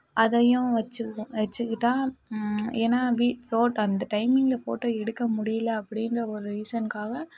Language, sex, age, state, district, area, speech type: Tamil, female, 30-45, Tamil Nadu, Mayiladuthurai, urban, spontaneous